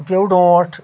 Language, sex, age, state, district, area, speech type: Kashmiri, male, 60+, Jammu and Kashmir, Anantnag, rural, spontaneous